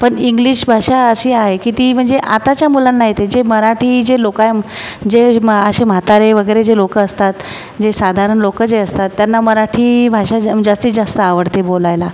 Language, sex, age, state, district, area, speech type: Marathi, female, 45-60, Maharashtra, Buldhana, rural, spontaneous